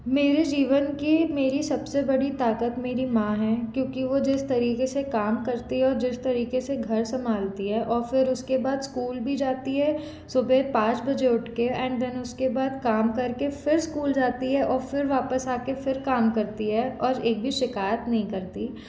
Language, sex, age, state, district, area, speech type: Hindi, female, 18-30, Madhya Pradesh, Jabalpur, urban, spontaneous